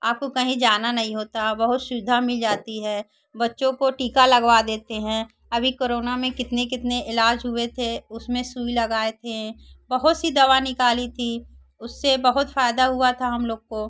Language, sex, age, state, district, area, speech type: Hindi, female, 30-45, Uttar Pradesh, Chandauli, rural, spontaneous